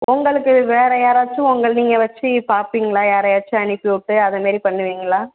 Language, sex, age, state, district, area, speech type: Tamil, female, 18-30, Tamil Nadu, Tiruvallur, rural, conversation